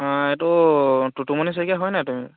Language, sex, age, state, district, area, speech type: Assamese, male, 18-30, Assam, Dhemaji, rural, conversation